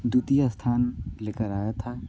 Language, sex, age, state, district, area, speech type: Hindi, male, 45-60, Uttar Pradesh, Sonbhadra, rural, spontaneous